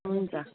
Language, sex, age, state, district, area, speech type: Nepali, female, 30-45, West Bengal, Darjeeling, urban, conversation